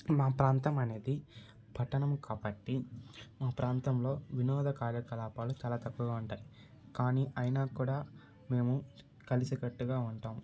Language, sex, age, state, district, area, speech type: Telugu, male, 18-30, Andhra Pradesh, Sri Balaji, rural, spontaneous